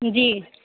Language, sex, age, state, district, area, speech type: Urdu, female, 18-30, Uttar Pradesh, Lucknow, rural, conversation